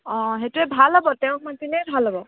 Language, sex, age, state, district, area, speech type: Assamese, female, 18-30, Assam, Sivasagar, rural, conversation